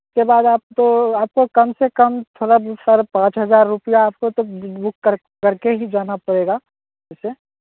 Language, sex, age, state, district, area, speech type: Hindi, male, 30-45, Bihar, Madhepura, rural, conversation